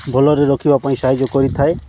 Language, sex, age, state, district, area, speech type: Odia, male, 45-60, Odisha, Nabarangpur, rural, spontaneous